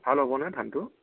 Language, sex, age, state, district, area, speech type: Assamese, male, 60+, Assam, Morigaon, rural, conversation